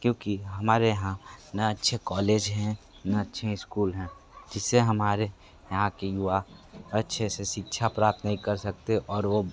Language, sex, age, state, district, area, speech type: Hindi, male, 30-45, Uttar Pradesh, Sonbhadra, rural, spontaneous